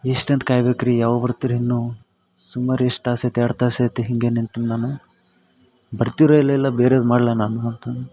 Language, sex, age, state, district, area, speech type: Kannada, male, 18-30, Karnataka, Yadgir, rural, spontaneous